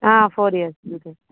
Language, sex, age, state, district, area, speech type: Telugu, female, 45-60, Andhra Pradesh, Visakhapatnam, urban, conversation